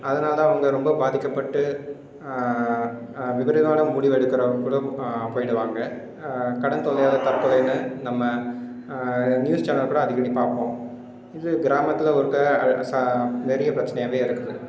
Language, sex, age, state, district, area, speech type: Tamil, male, 30-45, Tamil Nadu, Cuddalore, rural, spontaneous